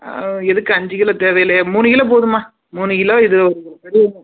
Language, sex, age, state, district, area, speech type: Tamil, male, 18-30, Tamil Nadu, Pudukkottai, rural, conversation